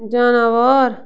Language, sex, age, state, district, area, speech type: Kashmiri, female, 18-30, Jammu and Kashmir, Bandipora, rural, read